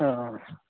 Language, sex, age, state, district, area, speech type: Kannada, male, 18-30, Karnataka, Chamarajanagar, rural, conversation